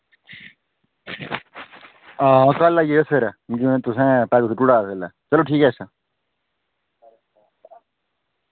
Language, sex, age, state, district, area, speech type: Dogri, male, 30-45, Jammu and Kashmir, Udhampur, rural, conversation